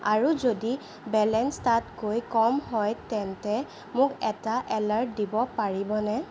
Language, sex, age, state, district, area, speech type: Assamese, female, 18-30, Assam, Sonitpur, rural, read